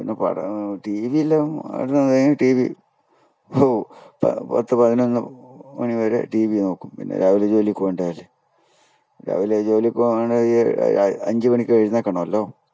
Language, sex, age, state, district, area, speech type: Malayalam, male, 60+, Kerala, Kasaragod, rural, spontaneous